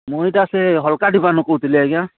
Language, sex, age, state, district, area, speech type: Odia, male, 30-45, Odisha, Balangir, urban, conversation